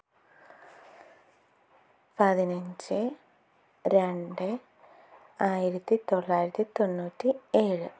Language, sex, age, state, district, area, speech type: Malayalam, female, 18-30, Kerala, Kottayam, rural, spontaneous